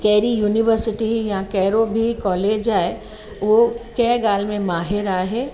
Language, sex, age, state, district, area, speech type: Sindhi, female, 45-60, Uttar Pradesh, Lucknow, urban, spontaneous